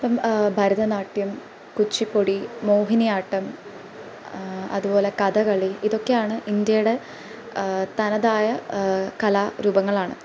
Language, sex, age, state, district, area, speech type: Malayalam, female, 18-30, Kerala, Idukki, rural, spontaneous